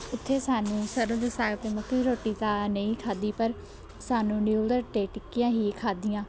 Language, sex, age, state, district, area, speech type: Punjabi, female, 18-30, Punjab, Shaheed Bhagat Singh Nagar, urban, spontaneous